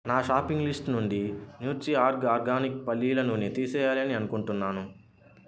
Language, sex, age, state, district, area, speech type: Telugu, male, 18-30, Andhra Pradesh, Sri Balaji, rural, read